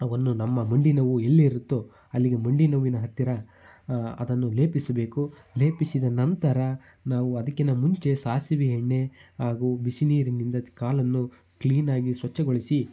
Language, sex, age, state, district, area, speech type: Kannada, male, 18-30, Karnataka, Chitradurga, rural, spontaneous